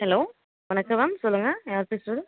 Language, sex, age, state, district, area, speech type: Tamil, female, 30-45, Tamil Nadu, Kallakurichi, rural, conversation